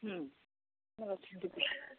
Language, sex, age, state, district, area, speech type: Odia, female, 60+, Odisha, Gajapati, rural, conversation